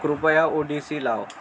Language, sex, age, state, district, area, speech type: Marathi, male, 18-30, Maharashtra, Akola, rural, read